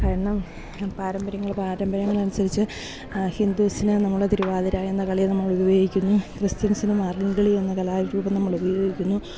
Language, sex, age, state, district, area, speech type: Malayalam, female, 30-45, Kerala, Thiruvananthapuram, urban, spontaneous